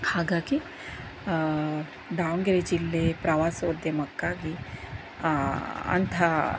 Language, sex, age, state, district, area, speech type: Kannada, female, 30-45, Karnataka, Davanagere, rural, spontaneous